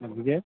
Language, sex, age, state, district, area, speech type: Kannada, male, 30-45, Karnataka, Koppal, rural, conversation